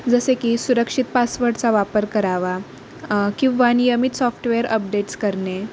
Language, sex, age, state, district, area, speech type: Marathi, female, 18-30, Maharashtra, Ratnagiri, urban, spontaneous